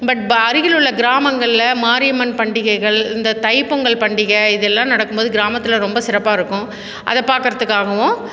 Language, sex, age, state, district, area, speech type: Tamil, female, 45-60, Tamil Nadu, Salem, urban, spontaneous